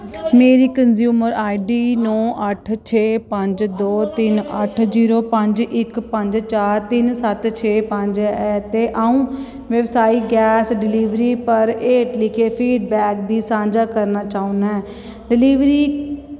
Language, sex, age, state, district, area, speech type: Dogri, female, 45-60, Jammu and Kashmir, Kathua, rural, read